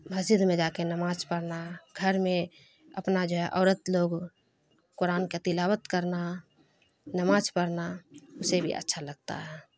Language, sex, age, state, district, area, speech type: Urdu, female, 30-45, Bihar, Khagaria, rural, spontaneous